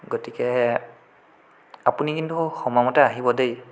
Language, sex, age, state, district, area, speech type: Assamese, male, 18-30, Assam, Sonitpur, rural, spontaneous